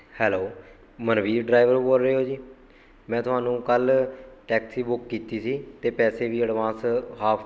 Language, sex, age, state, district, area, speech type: Punjabi, male, 18-30, Punjab, Shaheed Bhagat Singh Nagar, rural, spontaneous